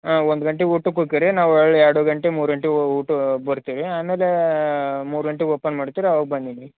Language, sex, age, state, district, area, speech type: Kannada, male, 18-30, Karnataka, Koppal, rural, conversation